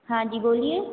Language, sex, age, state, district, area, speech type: Hindi, female, 45-60, Madhya Pradesh, Hoshangabad, rural, conversation